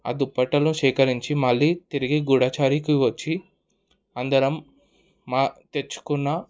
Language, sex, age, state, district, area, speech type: Telugu, male, 18-30, Telangana, Hyderabad, urban, spontaneous